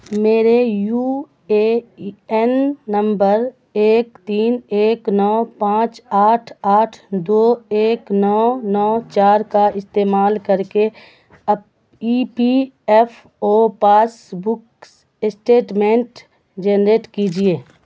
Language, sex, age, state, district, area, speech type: Urdu, female, 45-60, Bihar, Khagaria, rural, read